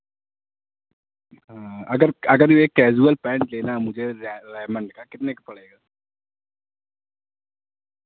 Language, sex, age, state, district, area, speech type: Urdu, male, 18-30, Uttar Pradesh, Azamgarh, urban, conversation